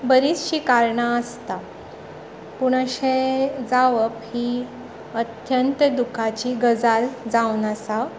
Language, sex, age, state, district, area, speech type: Goan Konkani, female, 18-30, Goa, Tiswadi, rural, spontaneous